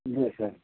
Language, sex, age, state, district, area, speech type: Hindi, male, 45-60, Uttar Pradesh, Chandauli, urban, conversation